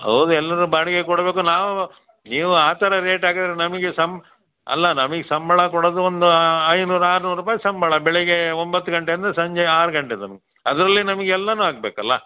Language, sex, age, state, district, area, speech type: Kannada, male, 60+, Karnataka, Dakshina Kannada, rural, conversation